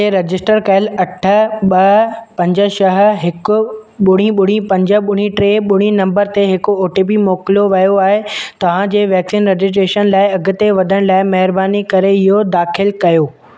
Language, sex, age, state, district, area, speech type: Sindhi, male, 18-30, Madhya Pradesh, Katni, rural, read